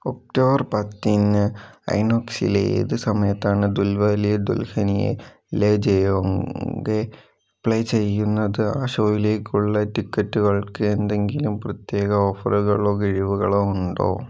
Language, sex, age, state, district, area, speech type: Malayalam, male, 18-30, Kerala, Wayanad, rural, read